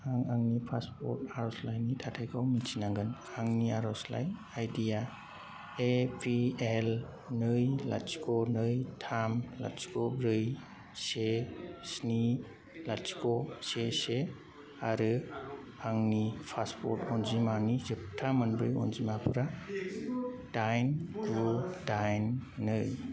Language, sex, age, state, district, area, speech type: Bodo, male, 18-30, Assam, Kokrajhar, rural, read